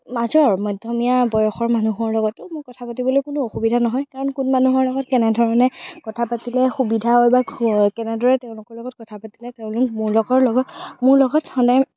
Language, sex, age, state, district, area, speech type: Assamese, female, 18-30, Assam, Darrang, rural, spontaneous